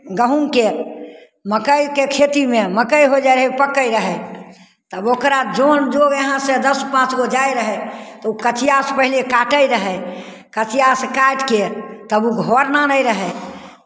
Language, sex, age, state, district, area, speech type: Maithili, female, 60+, Bihar, Begusarai, rural, spontaneous